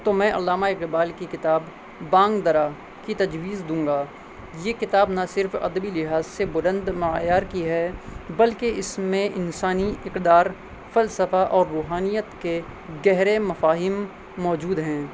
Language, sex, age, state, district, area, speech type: Urdu, male, 30-45, Delhi, North West Delhi, urban, spontaneous